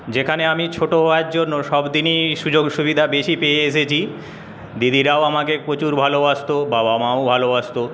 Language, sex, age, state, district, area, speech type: Bengali, male, 30-45, West Bengal, Paschim Medinipur, rural, spontaneous